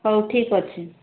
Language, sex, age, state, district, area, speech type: Odia, female, 45-60, Odisha, Rayagada, rural, conversation